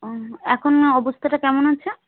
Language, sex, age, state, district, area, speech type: Bengali, female, 18-30, West Bengal, Birbhum, urban, conversation